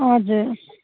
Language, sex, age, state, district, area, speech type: Nepali, female, 30-45, West Bengal, Jalpaiguri, urban, conversation